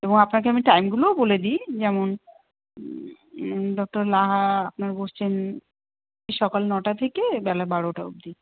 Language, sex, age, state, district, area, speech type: Bengali, female, 30-45, West Bengal, Darjeeling, urban, conversation